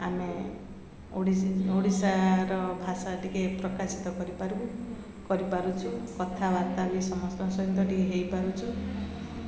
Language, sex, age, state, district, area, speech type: Odia, female, 45-60, Odisha, Ganjam, urban, spontaneous